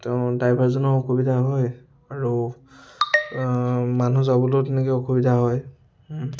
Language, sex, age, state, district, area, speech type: Assamese, male, 30-45, Assam, Dhemaji, rural, spontaneous